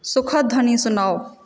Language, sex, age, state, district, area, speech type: Maithili, female, 30-45, Bihar, Supaul, urban, read